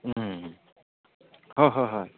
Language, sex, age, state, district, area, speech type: Assamese, male, 45-60, Assam, Sivasagar, rural, conversation